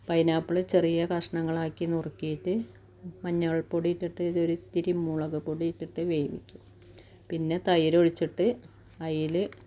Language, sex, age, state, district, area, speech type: Malayalam, female, 45-60, Kerala, Malappuram, rural, spontaneous